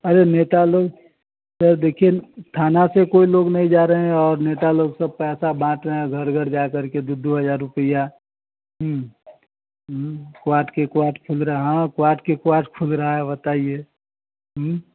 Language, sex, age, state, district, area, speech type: Hindi, male, 30-45, Bihar, Vaishali, urban, conversation